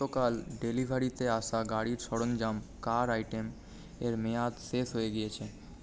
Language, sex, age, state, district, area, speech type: Bengali, male, 30-45, West Bengal, Paschim Bardhaman, urban, read